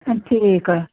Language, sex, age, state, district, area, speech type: Hindi, female, 45-60, Uttar Pradesh, Lucknow, rural, conversation